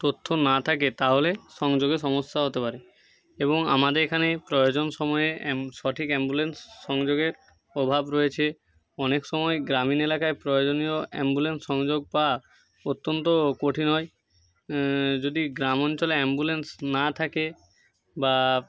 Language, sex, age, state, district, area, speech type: Bengali, male, 30-45, West Bengal, Jhargram, rural, spontaneous